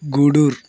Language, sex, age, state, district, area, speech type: Telugu, male, 18-30, Andhra Pradesh, Bapatla, rural, spontaneous